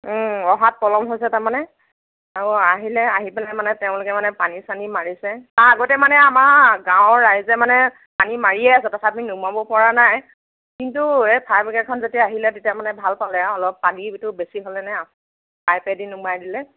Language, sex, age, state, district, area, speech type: Assamese, female, 18-30, Assam, Darrang, rural, conversation